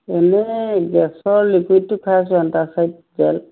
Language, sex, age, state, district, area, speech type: Assamese, male, 30-45, Assam, Majuli, urban, conversation